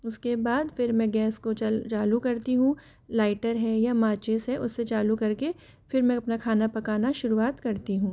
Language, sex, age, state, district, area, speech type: Hindi, female, 45-60, Rajasthan, Jaipur, urban, spontaneous